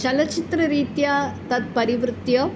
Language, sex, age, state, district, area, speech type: Sanskrit, female, 60+, Kerala, Palakkad, urban, spontaneous